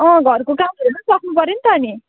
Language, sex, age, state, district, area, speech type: Nepali, female, 18-30, West Bengal, Jalpaiguri, rural, conversation